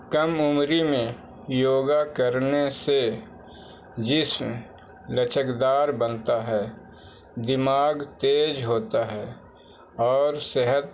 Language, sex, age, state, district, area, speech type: Urdu, male, 45-60, Bihar, Gaya, rural, spontaneous